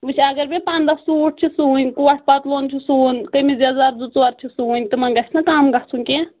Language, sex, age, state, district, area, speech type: Kashmiri, female, 18-30, Jammu and Kashmir, Anantnag, rural, conversation